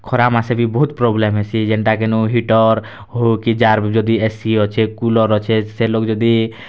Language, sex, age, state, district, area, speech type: Odia, male, 18-30, Odisha, Kalahandi, rural, spontaneous